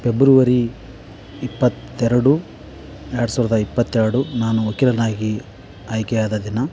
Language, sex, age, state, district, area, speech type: Kannada, male, 30-45, Karnataka, Koppal, rural, spontaneous